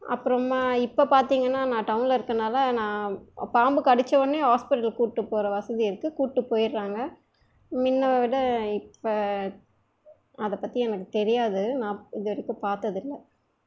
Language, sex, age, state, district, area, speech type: Tamil, female, 30-45, Tamil Nadu, Krishnagiri, rural, spontaneous